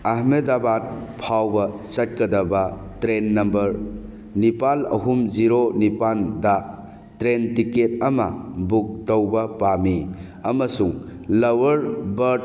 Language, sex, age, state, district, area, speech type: Manipuri, male, 45-60, Manipur, Churachandpur, rural, read